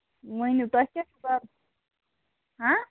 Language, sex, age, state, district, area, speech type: Kashmiri, female, 45-60, Jammu and Kashmir, Ganderbal, rural, conversation